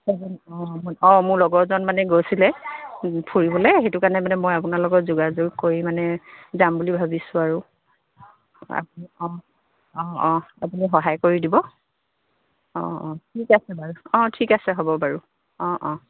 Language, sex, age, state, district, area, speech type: Assamese, female, 45-60, Assam, Dibrugarh, rural, conversation